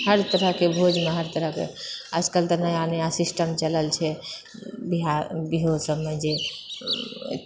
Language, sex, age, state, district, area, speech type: Maithili, female, 60+, Bihar, Purnia, rural, spontaneous